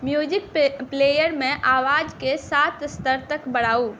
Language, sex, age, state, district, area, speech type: Maithili, female, 18-30, Bihar, Saharsa, urban, read